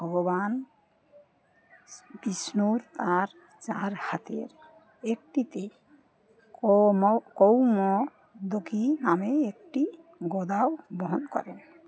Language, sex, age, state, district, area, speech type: Bengali, female, 60+, West Bengal, Uttar Dinajpur, urban, read